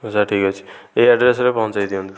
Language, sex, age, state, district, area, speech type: Odia, male, 18-30, Odisha, Nayagarh, rural, spontaneous